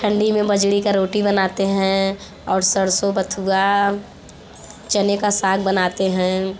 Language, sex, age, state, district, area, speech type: Hindi, female, 18-30, Uttar Pradesh, Mirzapur, rural, spontaneous